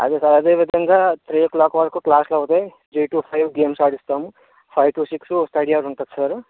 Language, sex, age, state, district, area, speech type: Telugu, male, 60+, Andhra Pradesh, Vizianagaram, rural, conversation